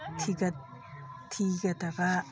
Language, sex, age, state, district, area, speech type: Manipuri, female, 45-60, Manipur, Churachandpur, urban, read